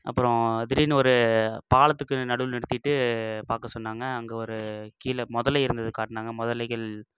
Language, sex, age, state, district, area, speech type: Tamil, male, 18-30, Tamil Nadu, Coimbatore, urban, spontaneous